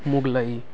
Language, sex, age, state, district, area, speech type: Nepali, male, 18-30, West Bengal, Jalpaiguri, rural, spontaneous